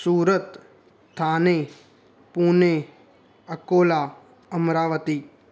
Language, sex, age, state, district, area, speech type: Sindhi, male, 18-30, Gujarat, Surat, urban, spontaneous